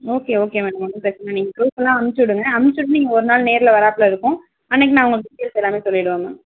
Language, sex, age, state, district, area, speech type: Tamil, female, 18-30, Tamil Nadu, Tiruvarur, rural, conversation